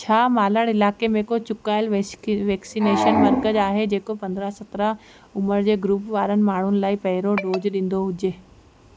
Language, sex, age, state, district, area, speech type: Sindhi, female, 30-45, Rajasthan, Ajmer, urban, read